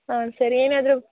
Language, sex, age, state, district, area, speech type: Kannada, female, 18-30, Karnataka, Chikkaballapur, rural, conversation